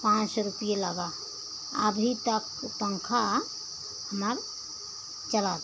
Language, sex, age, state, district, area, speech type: Hindi, female, 60+, Uttar Pradesh, Pratapgarh, rural, spontaneous